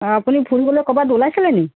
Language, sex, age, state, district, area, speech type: Assamese, female, 60+, Assam, Charaideo, urban, conversation